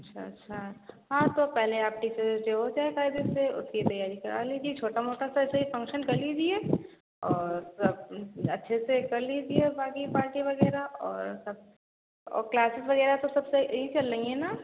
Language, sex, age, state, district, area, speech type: Hindi, female, 30-45, Uttar Pradesh, Sitapur, rural, conversation